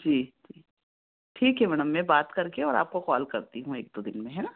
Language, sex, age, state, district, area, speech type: Hindi, female, 45-60, Madhya Pradesh, Ujjain, urban, conversation